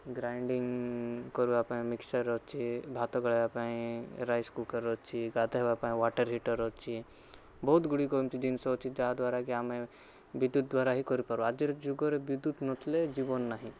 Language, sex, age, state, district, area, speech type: Odia, male, 18-30, Odisha, Rayagada, urban, spontaneous